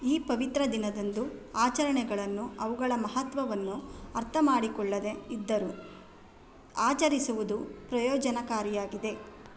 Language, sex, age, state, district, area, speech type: Kannada, female, 30-45, Karnataka, Mandya, rural, read